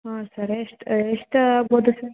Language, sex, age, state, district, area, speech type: Kannada, female, 18-30, Karnataka, Bellary, urban, conversation